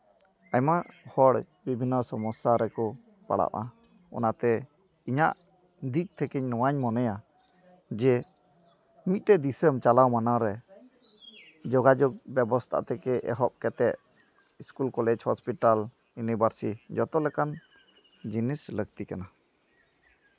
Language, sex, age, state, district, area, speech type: Santali, male, 30-45, West Bengal, Malda, rural, spontaneous